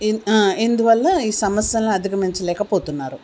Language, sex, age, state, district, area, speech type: Telugu, female, 60+, Telangana, Hyderabad, urban, spontaneous